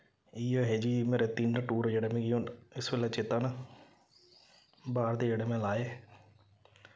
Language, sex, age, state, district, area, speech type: Dogri, male, 30-45, Jammu and Kashmir, Samba, rural, spontaneous